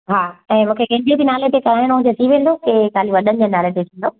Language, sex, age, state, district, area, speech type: Sindhi, female, 30-45, Gujarat, Kutch, rural, conversation